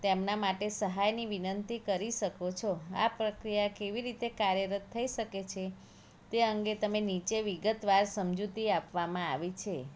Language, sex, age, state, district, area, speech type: Gujarati, female, 30-45, Gujarat, Kheda, rural, spontaneous